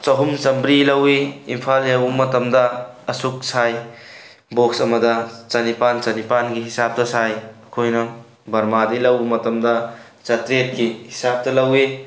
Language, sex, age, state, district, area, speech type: Manipuri, male, 18-30, Manipur, Tengnoupal, rural, spontaneous